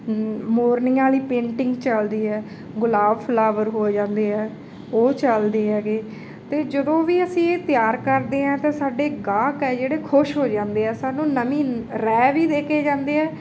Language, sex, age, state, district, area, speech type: Punjabi, female, 30-45, Punjab, Bathinda, rural, spontaneous